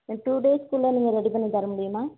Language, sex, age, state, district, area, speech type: Tamil, female, 30-45, Tamil Nadu, Tiruvarur, rural, conversation